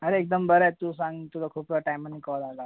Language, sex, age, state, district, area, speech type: Marathi, male, 18-30, Maharashtra, Thane, urban, conversation